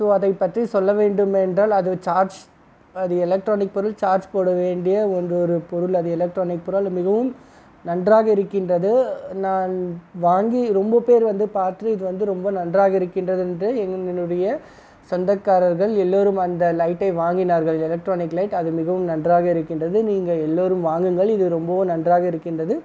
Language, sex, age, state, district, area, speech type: Tamil, male, 30-45, Tamil Nadu, Krishnagiri, rural, spontaneous